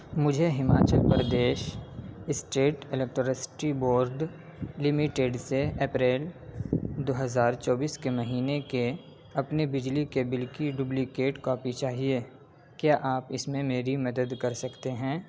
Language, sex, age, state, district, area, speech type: Urdu, male, 18-30, Uttar Pradesh, Saharanpur, urban, read